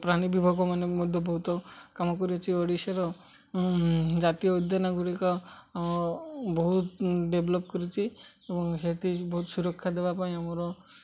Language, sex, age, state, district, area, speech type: Odia, male, 45-60, Odisha, Malkangiri, urban, spontaneous